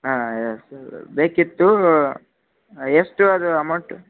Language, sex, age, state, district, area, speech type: Kannada, male, 18-30, Karnataka, Gadag, rural, conversation